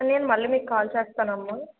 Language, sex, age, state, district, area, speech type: Telugu, female, 18-30, Andhra Pradesh, Konaseema, urban, conversation